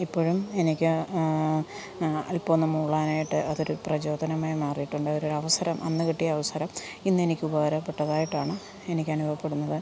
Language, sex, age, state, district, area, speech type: Malayalam, female, 30-45, Kerala, Alappuzha, rural, spontaneous